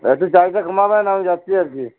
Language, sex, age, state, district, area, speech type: Bengali, male, 45-60, West Bengal, Uttar Dinajpur, urban, conversation